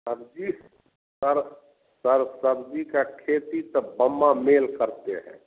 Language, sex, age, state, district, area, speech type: Hindi, male, 30-45, Bihar, Samastipur, rural, conversation